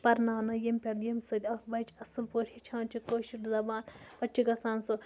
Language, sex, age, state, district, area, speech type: Kashmiri, female, 60+, Jammu and Kashmir, Baramulla, rural, spontaneous